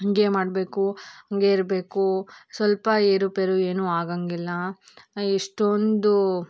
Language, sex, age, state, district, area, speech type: Kannada, female, 18-30, Karnataka, Tumkur, urban, spontaneous